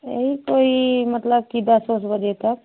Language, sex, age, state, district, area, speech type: Hindi, female, 30-45, Uttar Pradesh, Prayagraj, rural, conversation